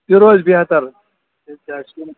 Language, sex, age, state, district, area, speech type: Kashmiri, male, 45-60, Jammu and Kashmir, Kulgam, rural, conversation